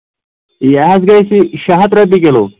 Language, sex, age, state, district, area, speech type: Kashmiri, male, 18-30, Jammu and Kashmir, Kulgam, rural, conversation